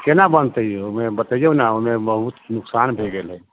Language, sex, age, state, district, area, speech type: Maithili, male, 45-60, Bihar, Sitamarhi, rural, conversation